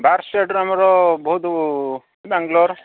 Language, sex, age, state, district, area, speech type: Odia, male, 45-60, Odisha, Sambalpur, rural, conversation